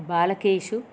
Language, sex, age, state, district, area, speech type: Sanskrit, female, 60+, Andhra Pradesh, Chittoor, urban, spontaneous